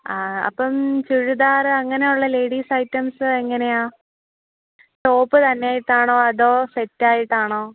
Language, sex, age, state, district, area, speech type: Malayalam, female, 18-30, Kerala, Pathanamthitta, rural, conversation